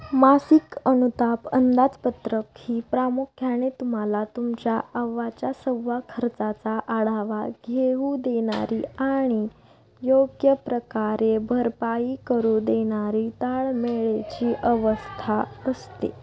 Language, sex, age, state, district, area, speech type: Marathi, female, 18-30, Maharashtra, Osmanabad, rural, read